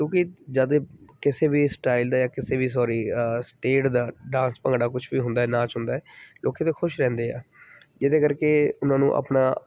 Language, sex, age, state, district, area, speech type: Punjabi, male, 30-45, Punjab, Kapurthala, urban, spontaneous